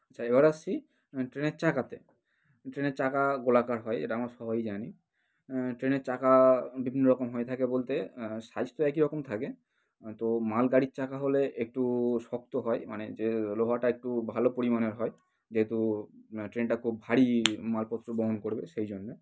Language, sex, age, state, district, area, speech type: Bengali, male, 18-30, West Bengal, North 24 Parganas, urban, spontaneous